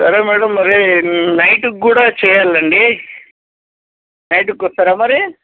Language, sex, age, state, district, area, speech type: Telugu, male, 30-45, Telangana, Nagarkurnool, urban, conversation